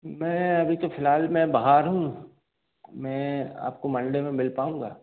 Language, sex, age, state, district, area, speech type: Hindi, male, 45-60, Madhya Pradesh, Hoshangabad, rural, conversation